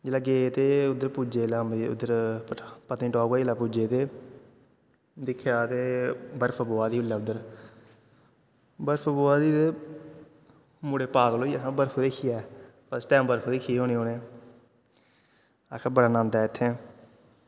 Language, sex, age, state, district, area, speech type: Dogri, male, 18-30, Jammu and Kashmir, Kathua, rural, spontaneous